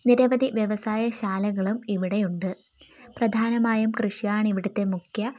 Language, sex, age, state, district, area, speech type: Malayalam, female, 18-30, Kerala, Wayanad, rural, spontaneous